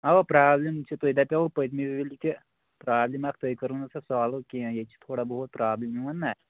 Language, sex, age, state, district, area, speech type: Kashmiri, male, 18-30, Jammu and Kashmir, Anantnag, rural, conversation